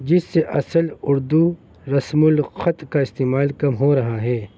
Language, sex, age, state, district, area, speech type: Urdu, male, 30-45, Delhi, North East Delhi, urban, spontaneous